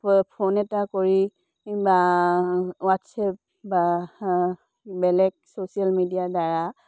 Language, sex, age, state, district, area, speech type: Assamese, female, 45-60, Assam, Dibrugarh, rural, spontaneous